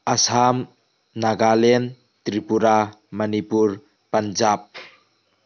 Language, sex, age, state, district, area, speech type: Manipuri, male, 18-30, Manipur, Tengnoupal, rural, spontaneous